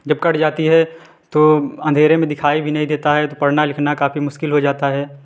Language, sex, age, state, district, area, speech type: Hindi, male, 18-30, Uttar Pradesh, Prayagraj, urban, spontaneous